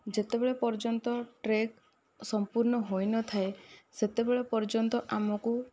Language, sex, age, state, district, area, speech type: Odia, female, 18-30, Odisha, Kandhamal, rural, spontaneous